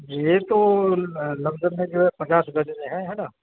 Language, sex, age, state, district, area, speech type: Urdu, male, 30-45, Uttar Pradesh, Gautam Buddha Nagar, urban, conversation